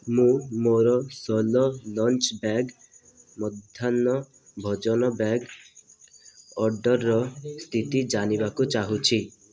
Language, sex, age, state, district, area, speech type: Odia, male, 18-30, Odisha, Malkangiri, urban, read